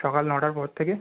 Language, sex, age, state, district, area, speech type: Bengali, male, 18-30, West Bengal, North 24 Parganas, urban, conversation